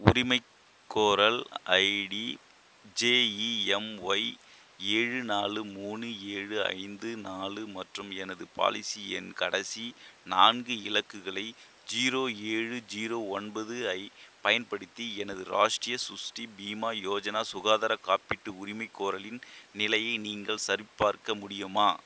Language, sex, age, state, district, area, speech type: Tamil, male, 30-45, Tamil Nadu, Chengalpattu, rural, read